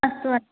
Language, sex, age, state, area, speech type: Sanskrit, female, 18-30, Assam, rural, conversation